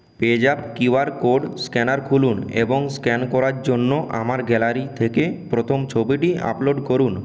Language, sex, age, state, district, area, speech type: Bengali, male, 18-30, West Bengal, Purulia, urban, read